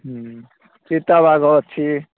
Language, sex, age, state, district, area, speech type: Odia, male, 45-60, Odisha, Rayagada, rural, conversation